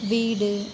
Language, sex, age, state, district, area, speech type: Tamil, female, 30-45, Tamil Nadu, Ariyalur, rural, read